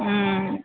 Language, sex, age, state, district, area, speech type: Maithili, female, 18-30, Bihar, Begusarai, urban, conversation